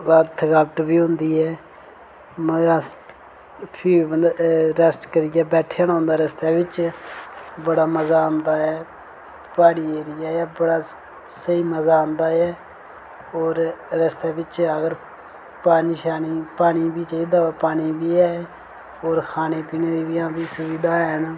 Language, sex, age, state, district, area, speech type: Dogri, male, 18-30, Jammu and Kashmir, Reasi, rural, spontaneous